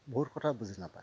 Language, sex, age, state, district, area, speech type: Assamese, male, 30-45, Assam, Dhemaji, rural, spontaneous